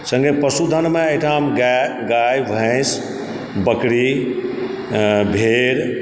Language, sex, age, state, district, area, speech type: Maithili, male, 45-60, Bihar, Supaul, rural, spontaneous